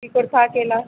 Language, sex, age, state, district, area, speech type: Hindi, female, 30-45, Madhya Pradesh, Hoshangabad, rural, conversation